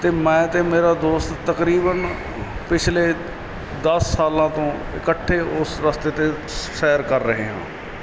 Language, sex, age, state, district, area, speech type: Punjabi, male, 30-45, Punjab, Barnala, rural, spontaneous